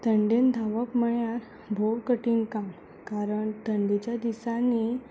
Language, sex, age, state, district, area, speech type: Goan Konkani, female, 18-30, Goa, Tiswadi, rural, spontaneous